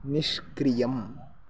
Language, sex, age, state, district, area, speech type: Sanskrit, male, 18-30, Karnataka, Chikkamagaluru, urban, read